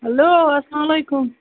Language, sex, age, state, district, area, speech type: Kashmiri, female, 30-45, Jammu and Kashmir, Kupwara, rural, conversation